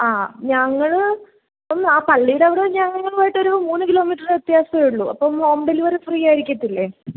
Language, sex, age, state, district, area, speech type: Malayalam, female, 18-30, Kerala, Pathanamthitta, rural, conversation